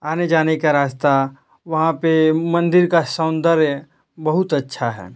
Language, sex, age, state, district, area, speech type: Hindi, male, 18-30, Uttar Pradesh, Ghazipur, rural, spontaneous